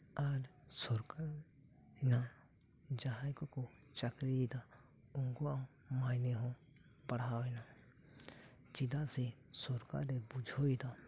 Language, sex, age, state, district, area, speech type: Santali, male, 18-30, West Bengal, Birbhum, rural, spontaneous